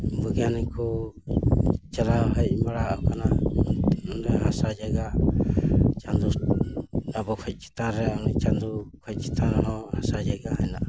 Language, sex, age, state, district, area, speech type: Santali, male, 60+, West Bengal, Paschim Bardhaman, rural, spontaneous